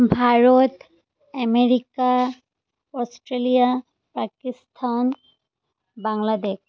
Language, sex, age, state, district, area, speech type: Assamese, female, 30-45, Assam, Charaideo, urban, spontaneous